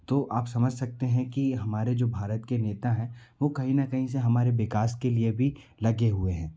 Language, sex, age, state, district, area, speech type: Hindi, male, 60+, Madhya Pradesh, Bhopal, urban, spontaneous